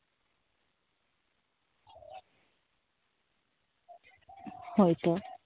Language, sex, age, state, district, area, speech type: Santali, female, 18-30, West Bengal, Jhargram, rural, conversation